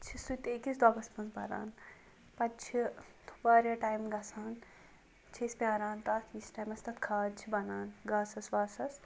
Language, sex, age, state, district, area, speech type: Kashmiri, female, 30-45, Jammu and Kashmir, Ganderbal, rural, spontaneous